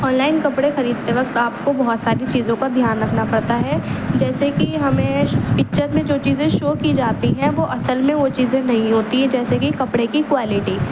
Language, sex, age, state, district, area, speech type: Urdu, female, 18-30, Delhi, East Delhi, urban, spontaneous